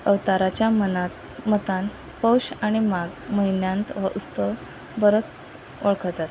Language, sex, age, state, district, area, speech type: Goan Konkani, female, 30-45, Goa, Quepem, rural, spontaneous